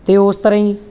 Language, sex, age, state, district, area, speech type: Punjabi, male, 30-45, Punjab, Mansa, urban, spontaneous